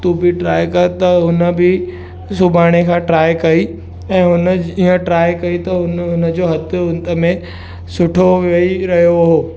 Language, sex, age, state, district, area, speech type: Sindhi, male, 18-30, Maharashtra, Mumbai Suburban, urban, spontaneous